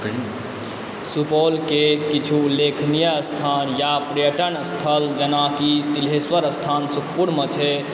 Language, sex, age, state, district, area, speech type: Maithili, male, 30-45, Bihar, Supaul, rural, spontaneous